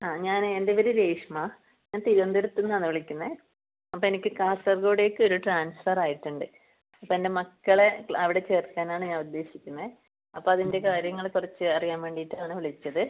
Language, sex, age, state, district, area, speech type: Malayalam, female, 30-45, Kerala, Kasaragod, rural, conversation